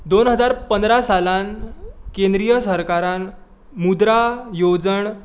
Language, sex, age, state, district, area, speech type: Goan Konkani, male, 18-30, Goa, Tiswadi, rural, spontaneous